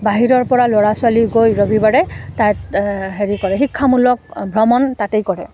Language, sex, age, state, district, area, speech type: Assamese, female, 30-45, Assam, Udalguri, rural, spontaneous